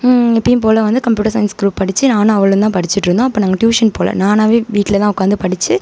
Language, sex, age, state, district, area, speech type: Tamil, female, 18-30, Tamil Nadu, Tiruvarur, urban, spontaneous